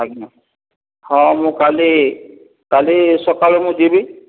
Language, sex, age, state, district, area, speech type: Odia, male, 60+, Odisha, Boudh, rural, conversation